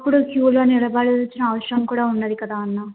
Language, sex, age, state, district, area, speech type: Telugu, female, 18-30, Telangana, Jangaon, urban, conversation